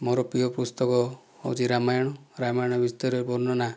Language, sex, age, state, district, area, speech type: Odia, male, 30-45, Odisha, Kandhamal, rural, spontaneous